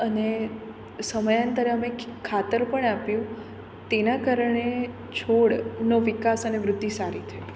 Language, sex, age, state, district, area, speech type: Gujarati, female, 18-30, Gujarat, Surat, urban, spontaneous